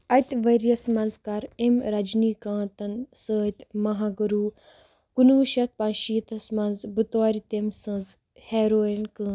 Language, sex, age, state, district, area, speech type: Kashmiri, female, 18-30, Jammu and Kashmir, Baramulla, rural, read